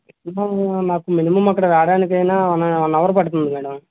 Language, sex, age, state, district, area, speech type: Telugu, male, 30-45, Andhra Pradesh, Vizianagaram, rural, conversation